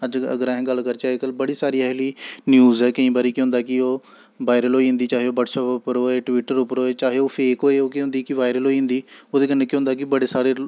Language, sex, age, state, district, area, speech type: Dogri, male, 18-30, Jammu and Kashmir, Samba, rural, spontaneous